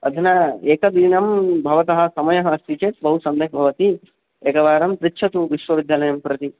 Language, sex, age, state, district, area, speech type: Sanskrit, male, 18-30, West Bengal, Purba Medinipur, rural, conversation